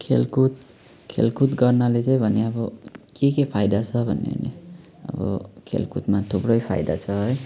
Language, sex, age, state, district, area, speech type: Nepali, male, 18-30, West Bengal, Jalpaiguri, rural, spontaneous